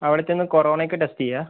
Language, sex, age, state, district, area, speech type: Malayalam, male, 18-30, Kerala, Wayanad, rural, conversation